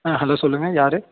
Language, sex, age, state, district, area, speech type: Tamil, male, 18-30, Tamil Nadu, Thanjavur, urban, conversation